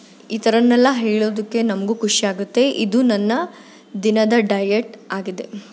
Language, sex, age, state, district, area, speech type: Kannada, female, 18-30, Karnataka, Bangalore Urban, urban, spontaneous